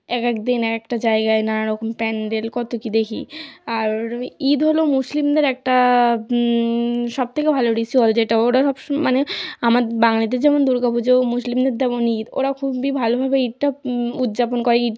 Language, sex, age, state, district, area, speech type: Bengali, female, 18-30, West Bengal, North 24 Parganas, rural, spontaneous